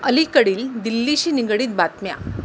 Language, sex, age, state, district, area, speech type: Marathi, female, 30-45, Maharashtra, Mumbai Suburban, urban, read